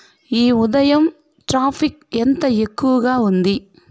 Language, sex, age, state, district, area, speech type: Telugu, female, 45-60, Andhra Pradesh, Sri Balaji, rural, read